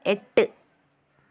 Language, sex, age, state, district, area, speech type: Malayalam, female, 30-45, Kerala, Kasaragod, rural, read